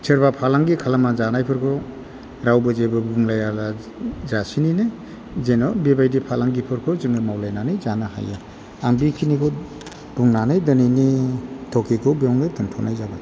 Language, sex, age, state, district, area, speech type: Bodo, male, 60+, Assam, Chirang, rural, spontaneous